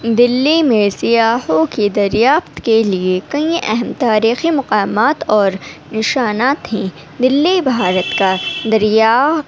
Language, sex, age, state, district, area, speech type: Urdu, female, 18-30, Delhi, North East Delhi, urban, spontaneous